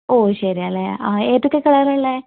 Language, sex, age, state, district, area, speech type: Malayalam, female, 18-30, Kerala, Wayanad, rural, conversation